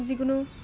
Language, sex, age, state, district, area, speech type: Assamese, female, 18-30, Assam, Dhemaji, rural, spontaneous